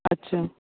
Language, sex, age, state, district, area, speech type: Punjabi, female, 30-45, Punjab, Shaheed Bhagat Singh Nagar, urban, conversation